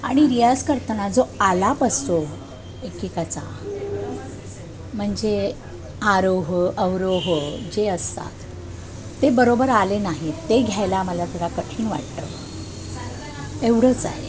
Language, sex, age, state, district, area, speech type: Marathi, female, 60+, Maharashtra, Thane, urban, spontaneous